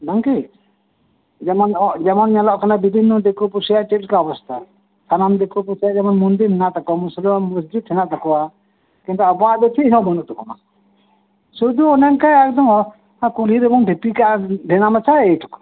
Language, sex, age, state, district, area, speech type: Santali, male, 60+, West Bengal, Birbhum, rural, conversation